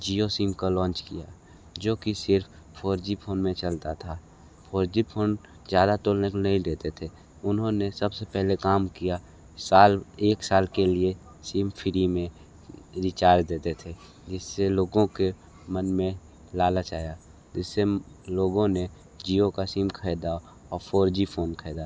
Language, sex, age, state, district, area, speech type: Hindi, male, 45-60, Uttar Pradesh, Sonbhadra, rural, spontaneous